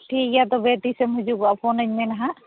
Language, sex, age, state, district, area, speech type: Santali, female, 30-45, West Bengal, Malda, rural, conversation